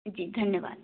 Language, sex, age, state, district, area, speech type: Hindi, female, 18-30, Madhya Pradesh, Gwalior, rural, conversation